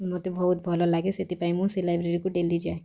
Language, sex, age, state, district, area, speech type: Odia, female, 18-30, Odisha, Kalahandi, rural, spontaneous